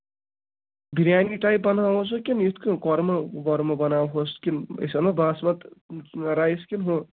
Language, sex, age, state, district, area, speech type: Kashmiri, male, 18-30, Jammu and Kashmir, Anantnag, rural, conversation